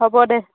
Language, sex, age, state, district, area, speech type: Assamese, female, 18-30, Assam, Dhemaji, rural, conversation